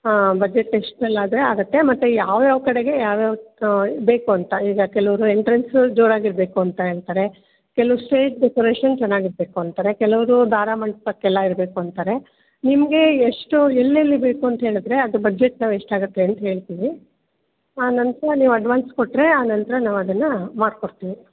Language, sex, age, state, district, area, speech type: Kannada, female, 60+, Karnataka, Mandya, rural, conversation